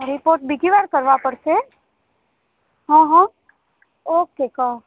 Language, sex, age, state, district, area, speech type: Gujarati, female, 30-45, Gujarat, Morbi, urban, conversation